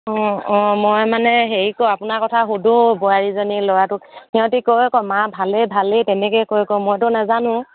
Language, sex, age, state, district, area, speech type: Assamese, female, 45-60, Assam, Dibrugarh, rural, conversation